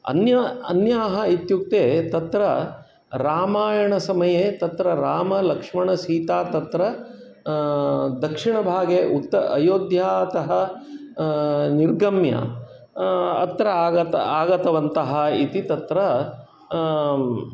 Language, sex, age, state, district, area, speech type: Sanskrit, male, 60+, Karnataka, Shimoga, urban, spontaneous